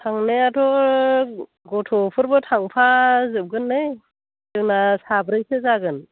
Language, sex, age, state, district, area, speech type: Bodo, female, 45-60, Assam, Chirang, rural, conversation